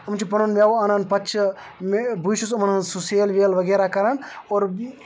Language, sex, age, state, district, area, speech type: Kashmiri, male, 30-45, Jammu and Kashmir, Baramulla, rural, spontaneous